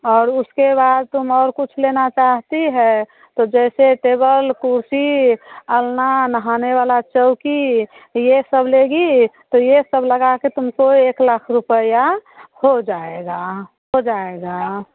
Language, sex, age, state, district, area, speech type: Hindi, female, 30-45, Bihar, Muzaffarpur, rural, conversation